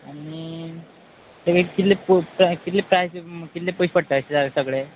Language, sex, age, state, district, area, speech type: Goan Konkani, male, 30-45, Goa, Quepem, rural, conversation